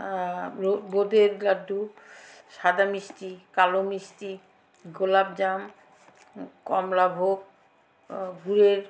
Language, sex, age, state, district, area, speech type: Bengali, female, 60+, West Bengal, Alipurduar, rural, spontaneous